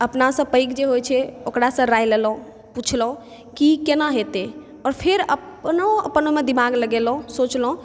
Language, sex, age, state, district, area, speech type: Maithili, female, 30-45, Bihar, Supaul, urban, spontaneous